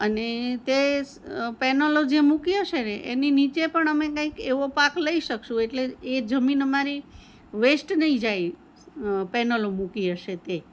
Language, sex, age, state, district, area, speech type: Gujarati, female, 60+, Gujarat, Anand, urban, spontaneous